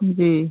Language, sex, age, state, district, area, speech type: Hindi, female, 60+, Uttar Pradesh, Ghazipur, urban, conversation